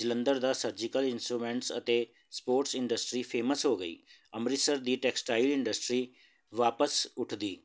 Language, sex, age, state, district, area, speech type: Punjabi, male, 30-45, Punjab, Jalandhar, urban, spontaneous